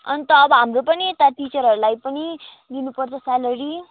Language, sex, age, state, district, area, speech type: Nepali, female, 18-30, West Bengal, Kalimpong, rural, conversation